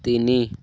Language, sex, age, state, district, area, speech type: Odia, male, 18-30, Odisha, Kalahandi, rural, read